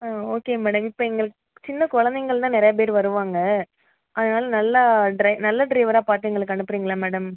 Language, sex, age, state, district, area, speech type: Tamil, female, 30-45, Tamil Nadu, Pudukkottai, rural, conversation